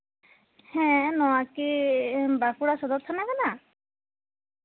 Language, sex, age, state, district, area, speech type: Santali, female, 18-30, West Bengal, Bankura, rural, conversation